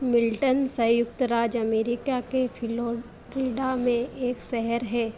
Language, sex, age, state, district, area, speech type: Hindi, female, 45-60, Madhya Pradesh, Harda, urban, read